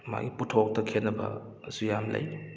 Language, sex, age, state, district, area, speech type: Manipuri, male, 30-45, Manipur, Kakching, rural, spontaneous